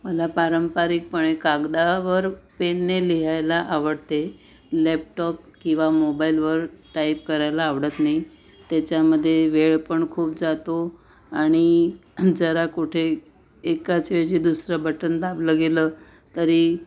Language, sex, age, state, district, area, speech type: Marathi, female, 60+, Maharashtra, Pune, urban, spontaneous